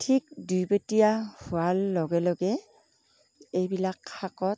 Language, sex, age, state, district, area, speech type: Assamese, female, 60+, Assam, Darrang, rural, spontaneous